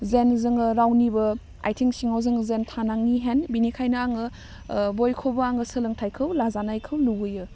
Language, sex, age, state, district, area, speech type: Bodo, female, 18-30, Assam, Udalguri, urban, spontaneous